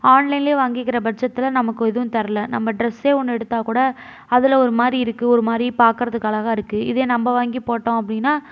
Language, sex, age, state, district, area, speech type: Tamil, female, 30-45, Tamil Nadu, Mayiladuthurai, urban, spontaneous